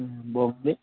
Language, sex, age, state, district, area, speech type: Telugu, male, 45-60, Andhra Pradesh, Vizianagaram, rural, conversation